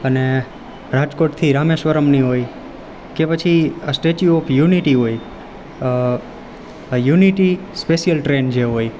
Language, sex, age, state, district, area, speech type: Gujarati, male, 18-30, Gujarat, Rajkot, rural, spontaneous